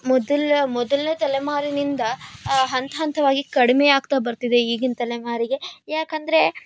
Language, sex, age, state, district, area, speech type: Kannada, female, 18-30, Karnataka, Tumkur, urban, spontaneous